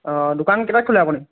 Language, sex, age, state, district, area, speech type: Assamese, male, 18-30, Assam, Golaghat, urban, conversation